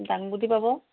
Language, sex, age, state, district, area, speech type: Assamese, female, 45-60, Assam, Golaghat, rural, conversation